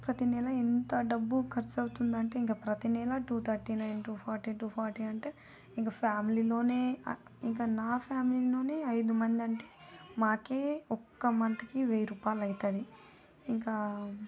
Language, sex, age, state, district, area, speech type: Telugu, female, 30-45, Telangana, Vikarabad, rural, spontaneous